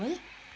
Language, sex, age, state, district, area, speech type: Nepali, female, 60+, West Bengal, Kalimpong, rural, spontaneous